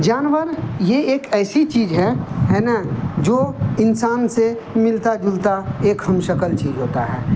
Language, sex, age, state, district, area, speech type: Urdu, male, 45-60, Bihar, Darbhanga, rural, spontaneous